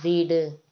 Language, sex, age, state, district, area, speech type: Tamil, female, 18-30, Tamil Nadu, Tiruvannamalai, urban, read